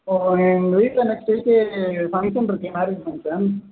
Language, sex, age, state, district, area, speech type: Tamil, male, 18-30, Tamil Nadu, Perambalur, rural, conversation